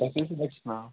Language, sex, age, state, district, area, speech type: Kashmiri, male, 30-45, Jammu and Kashmir, Kupwara, rural, conversation